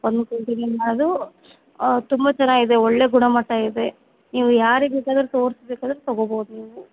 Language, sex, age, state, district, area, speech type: Kannada, female, 30-45, Karnataka, Bellary, rural, conversation